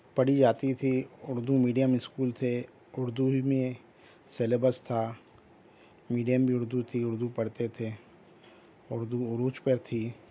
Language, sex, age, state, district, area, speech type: Urdu, female, 45-60, Telangana, Hyderabad, urban, spontaneous